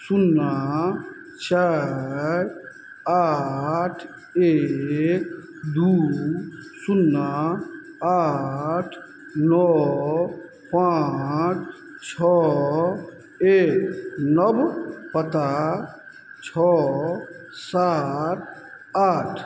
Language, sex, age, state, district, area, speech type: Maithili, male, 45-60, Bihar, Madhubani, rural, read